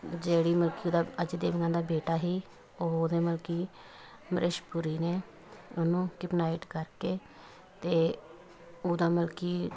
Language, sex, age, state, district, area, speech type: Punjabi, female, 30-45, Punjab, Pathankot, rural, spontaneous